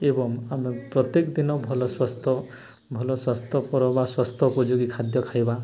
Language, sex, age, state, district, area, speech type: Odia, male, 18-30, Odisha, Nuapada, urban, spontaneous